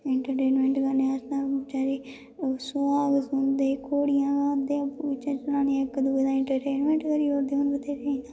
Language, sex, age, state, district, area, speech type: Dogri, female, 18-30, Jammu and Kashmir, Kathua, rural, spontaneous